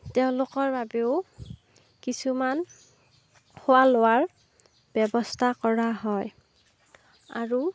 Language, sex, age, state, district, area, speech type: Assamese, female, 45-60, Assam, Darrang, rural, spontaneous